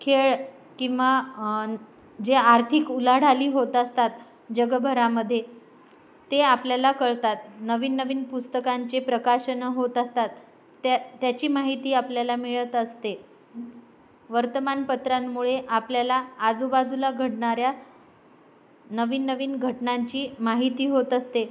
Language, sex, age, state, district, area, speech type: Marathi, female, 45-60, Maharashtra, Nanded, rural, spontaneous